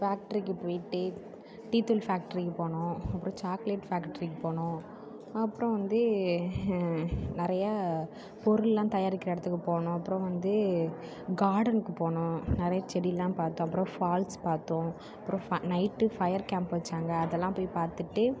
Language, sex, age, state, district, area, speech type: Tamil, female, 18-30, Tamil Nadu, Mayiladuthurai, urban, spontaneous